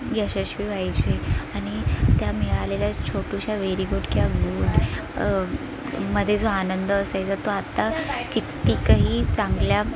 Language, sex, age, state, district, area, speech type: Marathi, female, 18-30, Maharashtra, Sindhudurg, rural, spontaneous